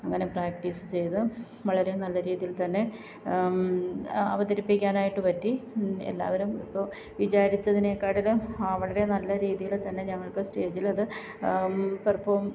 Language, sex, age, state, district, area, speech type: Malayalam, female, 30-45, Kerala, Alappuzha, rural, spontaneous